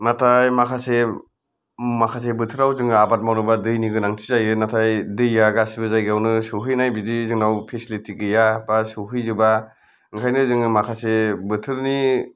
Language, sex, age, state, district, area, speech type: Bodo, male, 45-60, Assam, Kokrajhar, rural, spontaneous